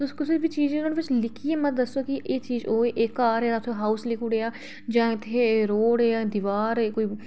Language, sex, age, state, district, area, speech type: Dogri, female, 30-45, Jammu and Kashmir, Reasi, urban, spontaneous